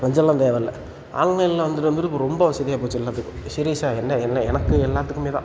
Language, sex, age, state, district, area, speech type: Tamil, male, 18-30, Tamil Nadu, Tiruchirappalli, rural, spontaneous